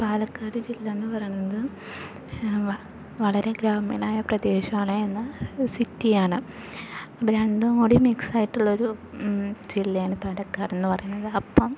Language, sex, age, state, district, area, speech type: Malayalam, female, 18-30, Kerala, Palakkad, urban, spontaneous